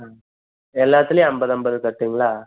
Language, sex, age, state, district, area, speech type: Tamil, male, 18-30, Tamil Nadu, Madurai, urban, conversation